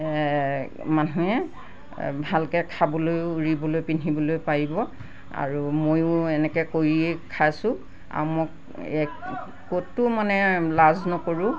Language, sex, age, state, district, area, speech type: Assamese, female, 60+, Assam, Nagaon, rural, spontaneous